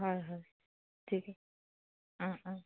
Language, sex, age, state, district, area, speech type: Assamese, female, 30-45, Assam, Biswanath, rural, conversation